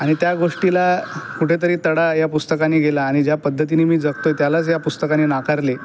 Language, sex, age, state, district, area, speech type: Marathi, male, 18-30, Maharashtra, Aurangabad, urban, spontaneous